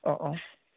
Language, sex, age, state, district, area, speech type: Assamese, male, 18-30, Assam, Majuli, urban, conversation